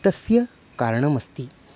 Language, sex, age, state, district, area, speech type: Sanskrit, male, 30-45, Maharashtra, Nagpur, urban, spontaneous